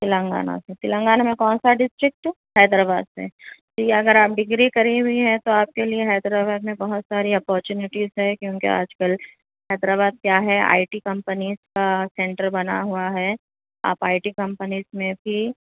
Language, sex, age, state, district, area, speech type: Urdu, female, 18-30, Telangana, Hyderabad, urban, conversation